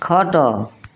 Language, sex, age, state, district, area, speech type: Odia, female, 45-60, Odisha, Bargarh, rural, read